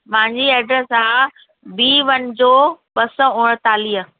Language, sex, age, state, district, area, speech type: Sindhi, female, 45-60, Delhi, South Delhi, urban, conversation